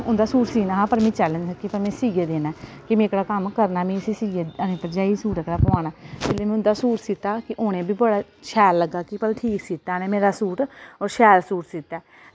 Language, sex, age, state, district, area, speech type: Dogri, female, 30-45, Jammu and Kashmir, Samba, urban, spontaneous